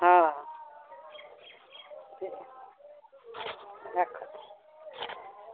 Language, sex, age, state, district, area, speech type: Maithili, female, 30-45, Bihar, Samastipur, urban, conversation